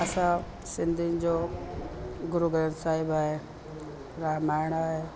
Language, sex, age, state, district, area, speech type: Sindhi, female, 45-60, Delhi, South Delhi, urban, spontaneous